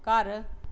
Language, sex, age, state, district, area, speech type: Punjabi, female, 45-60, Punjab, Pathankot, rural, read